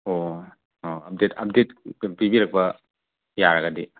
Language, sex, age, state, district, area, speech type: Manipuri, male, 45-60, Manipur, Imphal West, urban, conversation